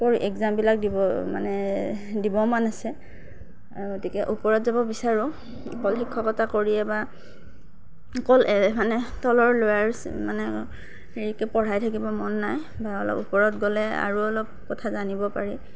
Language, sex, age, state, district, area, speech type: Assamese, female, 18-30, Assam, Darrang, rural, spontaneous